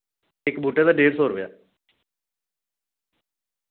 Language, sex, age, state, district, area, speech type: Dogri, male, 30-45, Jammu and Kashmir, Reasi, rural, conversation